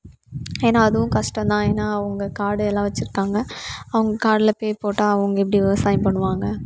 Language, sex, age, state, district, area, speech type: Tamil, female, 18-30, Tamil Nadu, Kallakurichi, urban, spontaneous